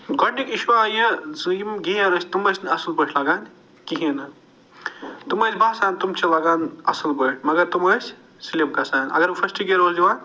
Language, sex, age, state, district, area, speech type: Kashmiri, male, 45-60, Jammu and Kashmir, Srinagar, urban, spontaneous